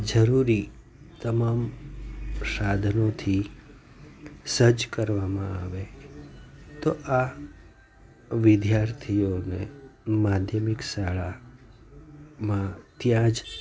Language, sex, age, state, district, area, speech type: Gujarati, male, 45-60, Gujarat, Junagadh, rural, spontaneous